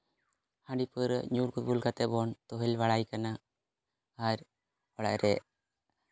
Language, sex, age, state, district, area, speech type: Santali, male, 18-30, West Bengal, Jhargram, rural, spontaneous